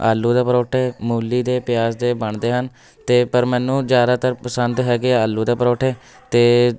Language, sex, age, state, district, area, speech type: Punjabi, male, 18-30, Punjab, Shaheed Bhagat Singh Nagar, urban, spontaneous